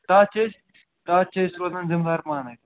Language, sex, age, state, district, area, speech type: Kashmiri, female, 30-45, Jammu and Kashmir, Srinagar, urban, conversation